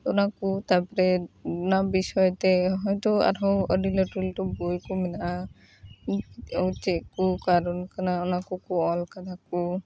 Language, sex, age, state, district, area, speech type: Santali, female, 18-30, West Bengal, Uttar Dinajpur, rural, spontaneous